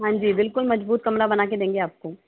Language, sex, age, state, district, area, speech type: Hindi, female, 60+, Rajasthan, Jaipur, urban, conversation